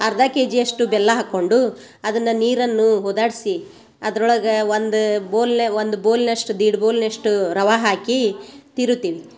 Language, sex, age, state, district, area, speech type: Kannada, female, 45-60, Karnataka, Gadag, rural, spontaneous